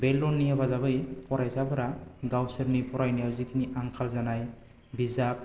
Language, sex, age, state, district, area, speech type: Bodo, male, 18-30, Assam, Baksa, rural, spontaneous